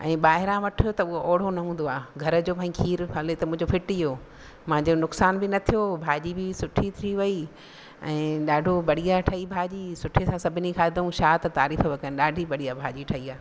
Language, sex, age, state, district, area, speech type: Sindhi, female, 45-60, Madhya Pradesh, Katni, rural, spontaneous